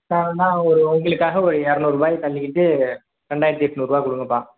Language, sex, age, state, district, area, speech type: Tamil, male, 18-30, Tamil Nadu, Perambalur, rural, conversation